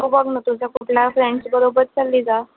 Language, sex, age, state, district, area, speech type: Marathi, female, 18-30, Maharashtra, Nagpur, urban, conversation